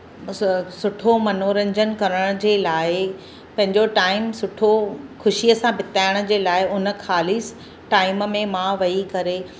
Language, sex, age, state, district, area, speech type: Sindhi, female, 45-60, Maharashtra, Mumbai City, urban, spontaneous